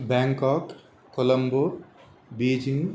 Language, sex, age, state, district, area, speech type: Sanskrit, male, 30-45, Karnataka, Udupi, urban, spontaneous